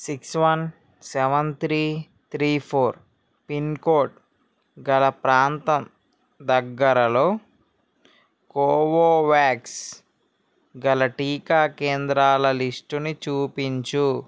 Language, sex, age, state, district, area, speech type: Telugu, male, 18-30, Andhra Pradesh, Srikakulam, urban, read